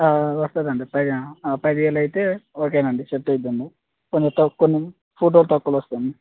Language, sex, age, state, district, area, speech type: Telugu, male, 30-45, Telangana, Khammam, urban, conversation